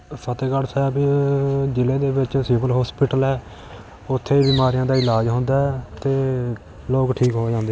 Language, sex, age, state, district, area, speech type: Punjabi, male, 18-30, Punjab, Fatehgarh Sahib, rural, spontaneous